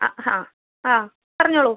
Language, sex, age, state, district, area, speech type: Malayalam, female, 30-45, Kerala, Ernakulam, rural, conversation